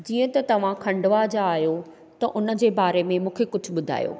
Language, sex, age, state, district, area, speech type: Sindhi, other, 60+, Maharashtra, Thane, urban, spontaneous